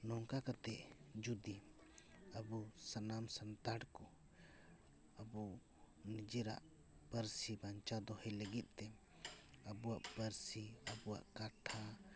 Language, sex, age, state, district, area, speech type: Santali, male, 30-45, West Bengal, Paschim Bardhaman, urban, spontaneous